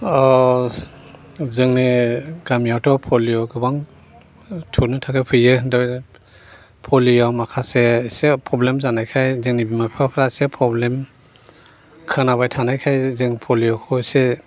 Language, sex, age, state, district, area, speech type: Bodo, male, 60+, Assam, Chirang, rural, spontaneous